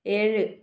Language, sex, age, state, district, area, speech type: Malayalam, female, 30-45, Kerala, Kannur, rural, read